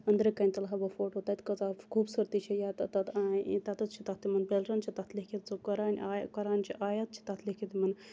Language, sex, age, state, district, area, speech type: Kashmiri, female, 30-45, Jammu and Kashmir, Baramulla, rural, spontaneous